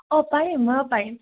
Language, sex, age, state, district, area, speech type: Assamese, female, 18-30, Assam, Goalpara, urban, conversation